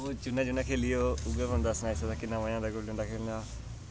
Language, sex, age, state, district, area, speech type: Dogri, male, 18-30, Jammu and Kashmir, Samba, rural, spontaneous